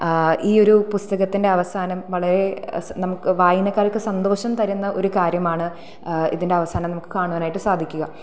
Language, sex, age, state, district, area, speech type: Malayalam, female, 18-30, Kerala, Thrissur, rural, spontaneous